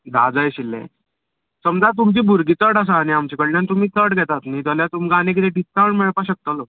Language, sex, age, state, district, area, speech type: Goan Konkani, male, 18-30, Goa, Canacona, rural, conversation